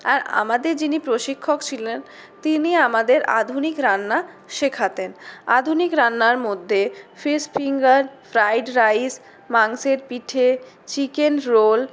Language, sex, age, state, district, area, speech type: Bengali, female, 60+, West Bengal, Purulia, urban, spontaneous